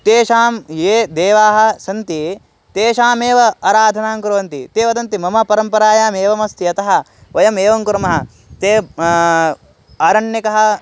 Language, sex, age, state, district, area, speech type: Sanskrit, male, 18-30, Uttar Pradesh, Hardoi, urban, spontaneous